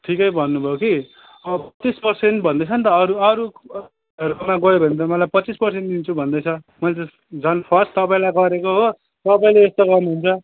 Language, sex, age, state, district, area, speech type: Nepali, male, 18-30, West Bengal, Kalimpong, rural, conversation